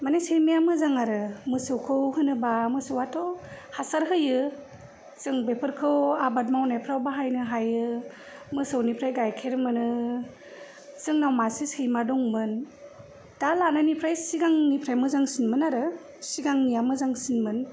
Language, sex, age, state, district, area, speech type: Bodo, female, 30-45, Assam, Kokrajhar, urban, spontaneous